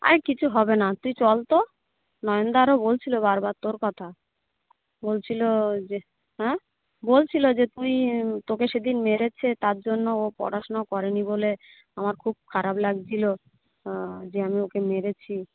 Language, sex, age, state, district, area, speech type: Bengali, female, 30-45, West Bengal, Jhargram, rural, conversation